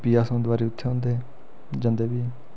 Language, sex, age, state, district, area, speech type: Dogri, male, 30-45, Jammu and Kashmir, Reasi, rural, spontaneous